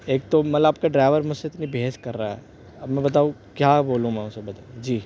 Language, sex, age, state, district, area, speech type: Urdu, male, 18-30, Delhi, North West Delhi, urban, spontaneous